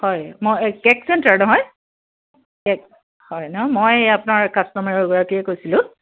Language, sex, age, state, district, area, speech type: Assamese, female, 45-60, Assam, Dibrugarh, urban, conversation